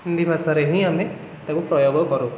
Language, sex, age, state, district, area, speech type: Odia, male, 18-30, Odisha, Cuttack, urban, spontaneous